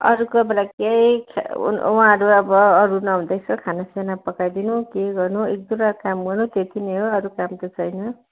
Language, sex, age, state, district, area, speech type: Nepali, female, 45-60, West Bengal, Kalimpong, rural, conversation